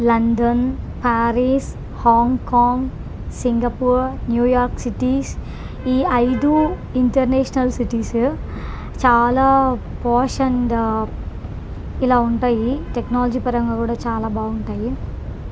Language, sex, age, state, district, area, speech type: Telugu, female, 18-30, Andhra Pradesh, Krishna, urban, spontaneous